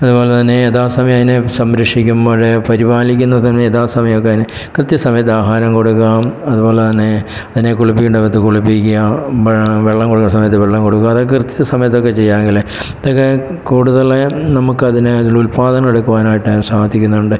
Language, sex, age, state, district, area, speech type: Malayalam, male, 60+, Kerala, Pathanamthitta, rural, spontaneous